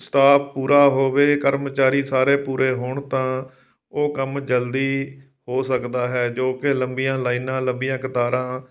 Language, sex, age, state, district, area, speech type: Punjabi, male, 45-60, Punjab, Fatehgarh Sahib, rural, spontaneous